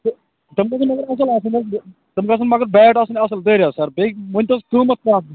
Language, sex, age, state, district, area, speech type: Kashmiri, male, 30-45, Jammu and Kashmir, Bandipora, rural, conversation